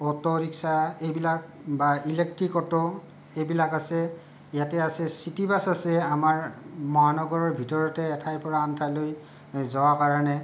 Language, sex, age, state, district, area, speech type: Assamese, male, 45-60, Assam, Kamrup Metropolitan, urban, spontaneous